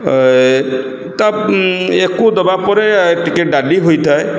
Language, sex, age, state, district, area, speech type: Odia, male, 60+, Odisha, Kendrapara, urban, spontaneous